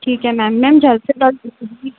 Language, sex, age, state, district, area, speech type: Hindi, female, 30-45, Madhya Pradesh, Harda, urban, conversation